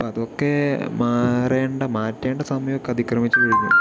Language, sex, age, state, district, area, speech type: Malayalam, male, 30-45, Kerala, Palakkad, urban, spontaneous